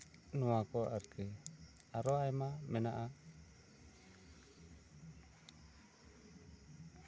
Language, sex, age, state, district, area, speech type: Santali, male, 18-30, West Bengal, Bankura, rural, spontaneous